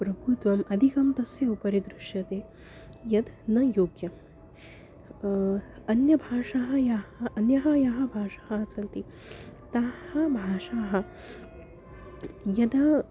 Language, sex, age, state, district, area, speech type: Sanskrit, female, 30-45, Maharashtra, Nagpur, urban, spontaneous